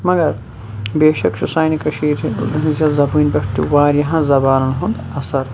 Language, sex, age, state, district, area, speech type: Kashmiri, male, 30-45, Jammu and Kashmir, Shopian, rural, spontaneous